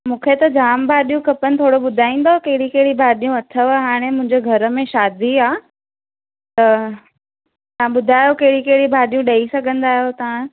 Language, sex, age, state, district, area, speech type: Sindhi, female, 18-30, Maharashtra, Thane, urban, conversation